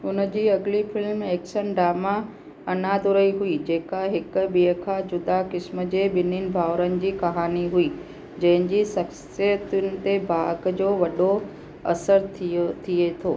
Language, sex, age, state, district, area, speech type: Sindhi, female, 45-60, Gujarat, Kutch, urban, read